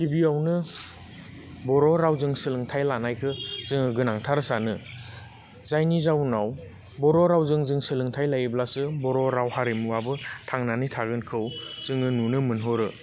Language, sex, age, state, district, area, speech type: Bodo, male, 30-45, Assam, Baksa, urban, spontaneous